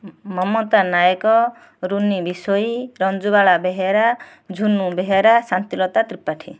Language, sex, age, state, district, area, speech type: Odia, female, 30-45, Odisha, Nayagarh, rural, spontaneous